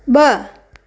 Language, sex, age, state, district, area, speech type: Sindhi, female, 45-60, Gujarat, Surat, urban, read